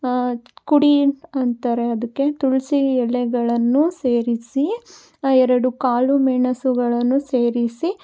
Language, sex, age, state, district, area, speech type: Kannada, female, 18-30, Karnataka, Chitradurga, rural, spontaneous